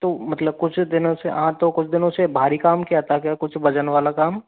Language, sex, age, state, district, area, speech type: Hindi, male, 45-60, Rajasthan, Karauli, rural, conversation